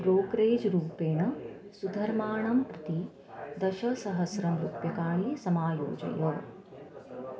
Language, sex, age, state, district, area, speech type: Sanskrit, female, 45-60, Maharashtra, Nashik, rural, read